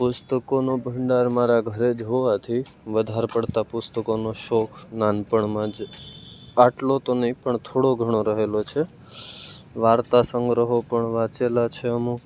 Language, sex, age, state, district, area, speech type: Gujarati, male, 18-30, Gujarat, Rajkot, rural, spontaneous